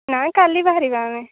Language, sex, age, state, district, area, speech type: Odia, female, 45-60, Odisha, Angul, rural, conversation